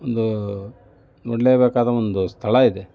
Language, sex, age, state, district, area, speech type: Kannada, male, 45-60, Karnataka, Davanagere, urban, spontaneous